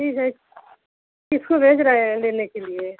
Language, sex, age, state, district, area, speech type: Hindi, female, 60+, Uttar Pradesh, Mau, rural, conversation